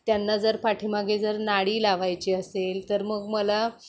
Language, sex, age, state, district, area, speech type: Marathi, female, 30-45, Maharashtra, Ratnagiri, rural, spontaneous